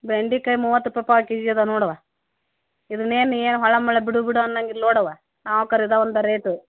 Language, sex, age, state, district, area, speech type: Kannada, female, 45-60, Karnataka, Gadag, rural, conversation